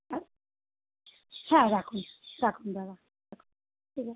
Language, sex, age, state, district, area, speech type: Bengali, female, 45-60, West Bengal, Howrah, urban, conversation